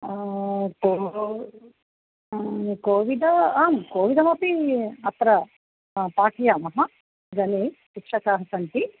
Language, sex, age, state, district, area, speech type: Sanskrit, female, 45-60, Telangana, Nirmal, urban, conversation